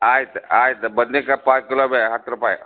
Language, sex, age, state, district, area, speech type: Kannada, male, 60+, Karnataka, Gadag, rural, conversation